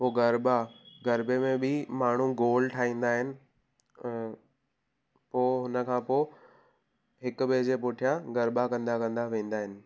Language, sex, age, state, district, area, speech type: Sindhi, male, 18-30, Gujarat, Surat, urban, spontaneous